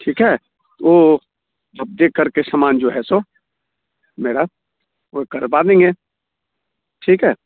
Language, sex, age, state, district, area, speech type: Hindi, male, 45-60, Bihar, Muzaffarpur, rural, conversation